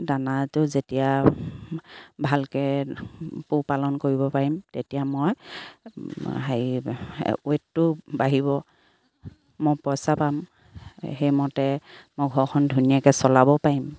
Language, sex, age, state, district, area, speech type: Assamese, female, 30-45, Assam, Sivasagar, rural, spontaneous